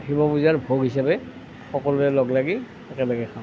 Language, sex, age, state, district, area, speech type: Assamese, male, 60+, Assam, Nalbari, rural, spontaneous